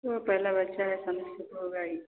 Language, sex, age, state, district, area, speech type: Hindi, female, 45-60, Uttar Pradesh, Ayodhya, rural, conversation